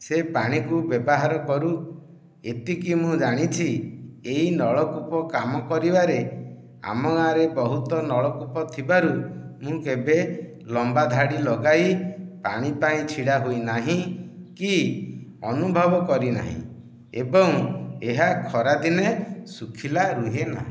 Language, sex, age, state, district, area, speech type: Odia, male, 60+, Odisha, Nayagarh, rural, spontaneous